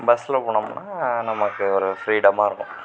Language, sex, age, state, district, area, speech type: Tamil, male, 45-60, Tamil Nadu, Sivaganga, rural, spontaneous